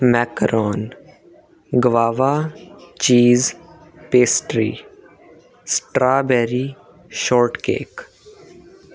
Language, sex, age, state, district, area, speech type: Punjabi, male, 18-30, Punjab, Kapurthala, urban, spontaneous